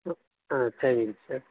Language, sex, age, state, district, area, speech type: Tamil, male, 18-30, Tamil Nadu, Nilgiris, rural, conversation